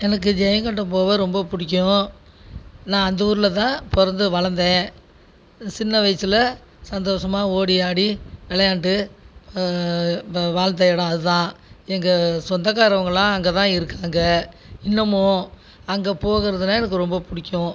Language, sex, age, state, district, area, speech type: Tamil, female, 60+, Tamil Nadu, Tiruchirappalli, rural, spontaneous